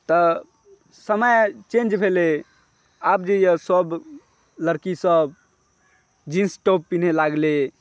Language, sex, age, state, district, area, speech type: Maithili, male, 45-60, Bihar, Saharsa, urban, spontaneous